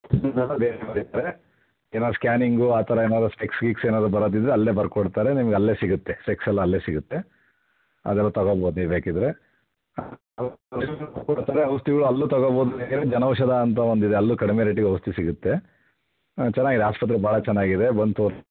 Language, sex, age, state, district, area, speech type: Kannada, male, 60+, Karnataka, Chitradurga, rural, conversation